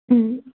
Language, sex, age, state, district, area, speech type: Telugu, female, 18-30, Telangana, Sangareddy, urban, conversation